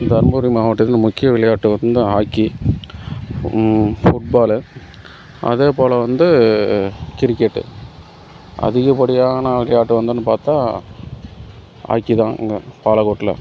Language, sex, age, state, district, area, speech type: Tamil, male, 30-45, Tamil Nadu, Dharmapuri, urban, spontaneous